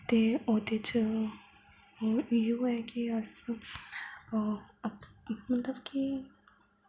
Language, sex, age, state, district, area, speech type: Dogri, female, 18-30, Jammu and Kashmir, Jammu, rural, spontaneous